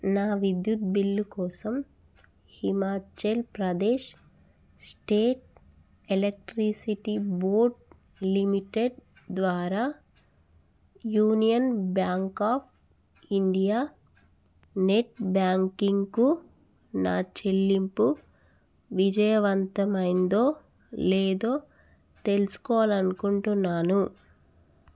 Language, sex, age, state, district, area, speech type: Telugu, female, 18-30, Telangana, Jagtial, rural, read